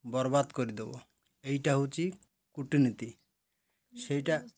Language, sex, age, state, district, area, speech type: Odia, male, 45-60, Odisha, Malkangiri, urban, spontaneous